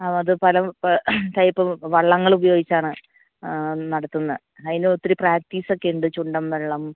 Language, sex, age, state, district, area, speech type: Malayalam, female, 45-60, Kerala, Kottayam, rural, conversation